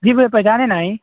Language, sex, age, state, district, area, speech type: Urdu, male, 30-45, Uttar Pradesh, Shahjahanpur, rural, conversation